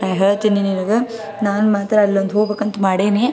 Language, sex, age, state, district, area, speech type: Kannada, female, 30-45, Karnataka, Dharwad, rural, spontaneous